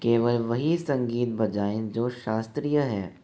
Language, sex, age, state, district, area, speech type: Hindi, male, 60+, Rajasthan, Jaipur, urban, read